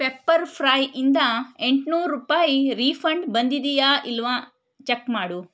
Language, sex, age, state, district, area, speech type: Kannada, male, 45-60, Karnataka, Shimoga, rural, read